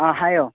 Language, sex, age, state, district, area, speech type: Manipuri, male, 18-30, Manipur, Chandel, rural, conversation